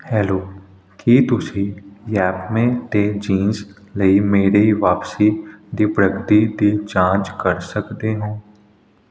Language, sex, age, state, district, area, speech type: Punjabi, male, 18-30, Punjab, Hoshiarpur, urban, read